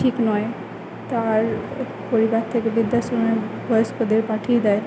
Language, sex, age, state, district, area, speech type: Bengali, female, 18-30, West Bengal, Purba Bardhaman, rural, spontaneous